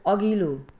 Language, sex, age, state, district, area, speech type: Nepali, female, 45-60, West Bengal, Jalpaiguri, rural, read